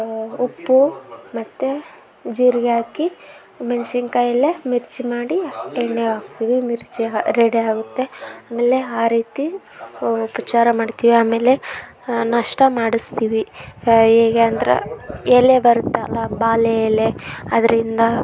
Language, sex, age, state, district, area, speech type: Kannada, female, 18-30, Karnataka, Koppal, rural, spontaneous